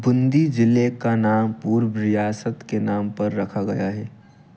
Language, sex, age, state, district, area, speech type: Hindi, male, 18-30, Madhya Pradesh, Bhopal, urban, read